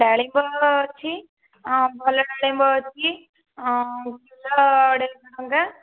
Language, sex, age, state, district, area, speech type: Odia, female, 30-45, Odisha, Khordha, rural, conversation